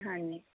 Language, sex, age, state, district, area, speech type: Punjabi, female, 18-30, Punjab, Fazilka, rural, conversation